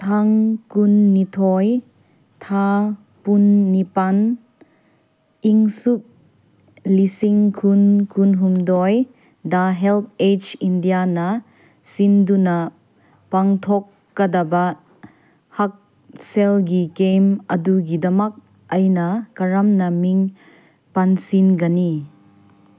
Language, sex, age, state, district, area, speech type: Manipuri, female, 30-45, Manipur, Senapati, urban, read